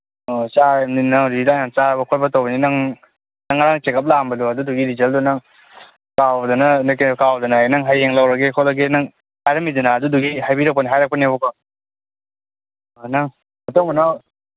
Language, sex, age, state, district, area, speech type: Manipuri, male, 18-30, Manipur, Kangpokpi, urban, conversation